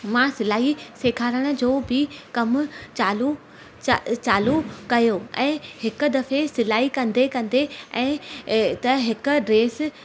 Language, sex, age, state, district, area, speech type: Sindhi, female, 30-45, Gujarat, Surat, urban, spontaneous